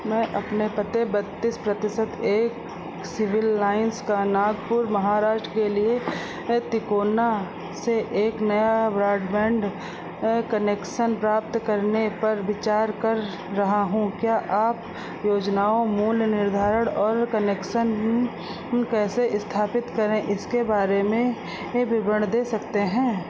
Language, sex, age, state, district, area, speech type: Hindi, female, 45-60, Uttar Pradesh, Sitapur, rural, read